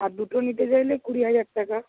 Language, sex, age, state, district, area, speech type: Bengali, female, 60+, West Bengal, Paschim Medinipur, rural, conversation